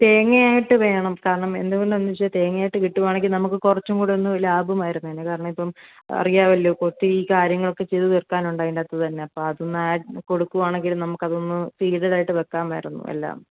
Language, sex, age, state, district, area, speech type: Malayalam, female, 18-30, Kerala, Pathanamthitta, rural, conversation